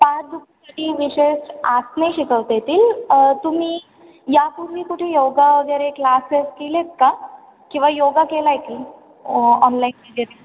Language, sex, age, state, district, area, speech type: Marathi, female, 18-30, Maharashtra, Ahmednagar, urban, conversation